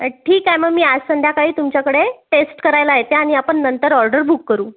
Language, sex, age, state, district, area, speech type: Marathi, female, 30-45, Maharashtra, Amravati, rural, conversation